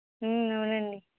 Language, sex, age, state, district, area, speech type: Telugu, female, 18-30, Andhra Pradesh, Konaseema, rural, conversation